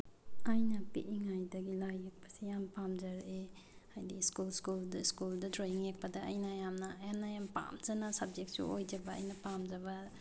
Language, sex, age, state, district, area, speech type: Manipuri, female, 18-30, Manipur, Bishnupur, rural, spontaneous